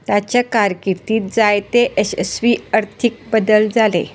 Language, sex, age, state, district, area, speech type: Goan Konkani, female, 45-60, Goa, Tiswadi, rural, read